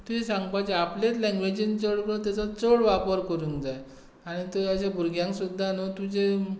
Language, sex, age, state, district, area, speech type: Goan Konkani, male, 45-60, Goa, Tiswadi, rural, spontaneous